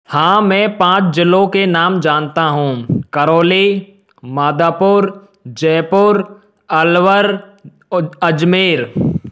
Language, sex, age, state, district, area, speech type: Hindi, male, 45-60, Rajasthan, Karauli, rural, spontaneous